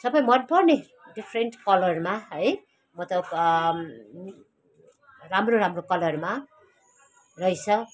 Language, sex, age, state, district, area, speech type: Nepali, female, 45-60, West Bengal, Kalimpong, rural, spontaneous